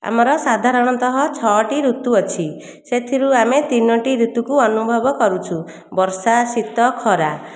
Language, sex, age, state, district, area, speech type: Odia, female, 60+, Odisha, Khordha, rural, spontaneous